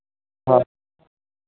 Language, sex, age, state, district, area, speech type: Hindi, male, 18-30, Bihar, Vaishali, rural, conversation